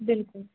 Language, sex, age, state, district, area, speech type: Kashmiri, female, 18-30, Jammu and Kashmir, Pulwama, rural, conversation